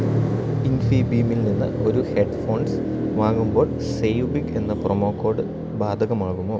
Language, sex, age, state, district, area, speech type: Malayalam, male, 30-45, Kerala, Idukki, rural, read